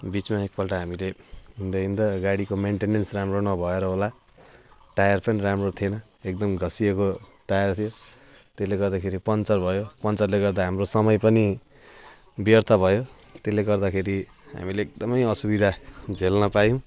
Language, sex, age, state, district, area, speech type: Nepali, male, 30-45, West Bengal, Jalpaiguri, urban, spontaneous